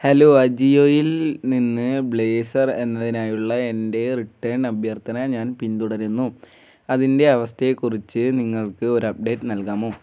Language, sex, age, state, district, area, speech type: Malayalam, male, 18-30, Kerala, Wayanad, rural, read